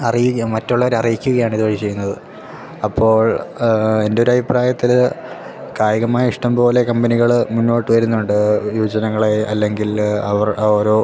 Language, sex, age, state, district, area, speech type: Malayalam, male, 18-30, Kerala, Idukki, rural, spontaneous